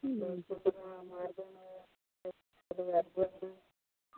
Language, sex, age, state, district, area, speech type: Dogri, female, 30-45, Jammu and Kashmir, Samba, rural, conversation